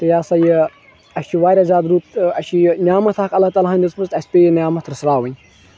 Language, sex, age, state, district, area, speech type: Kashmiri, male, 30-45, Jammu and Kashmir, Kulgam, rural, spontaneous